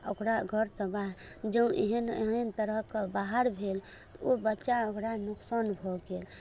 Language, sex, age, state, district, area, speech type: Maithili, female, 30-45, Bihar, Darbhanga, urban, spontaneous